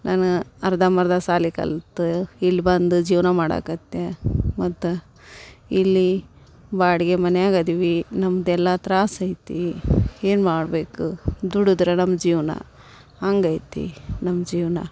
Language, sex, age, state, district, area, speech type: Kannada, female, 30-45, Karnataka, Dharwad, rural, spontaneous